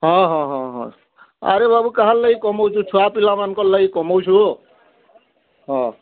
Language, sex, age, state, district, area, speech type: Odia, male, 60+, Odisha, Bargarh, urban, conversation